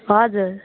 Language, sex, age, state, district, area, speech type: Nepali, male, 18-30, West Bengal, Alipurduar, urban, conversation